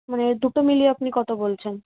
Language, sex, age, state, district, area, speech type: Bengali, female, 30-45, West Bengal, Kolkata, urban, conversation